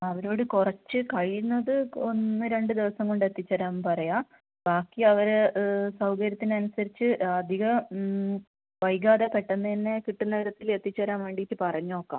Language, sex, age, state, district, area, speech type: Malayalam, female, 18-30, Kerala, Kannur, rural, conversation